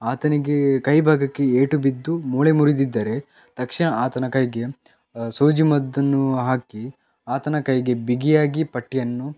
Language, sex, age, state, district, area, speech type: Kannada, male, 18-30, Karnataka, Chitradurga, rural, spontaneous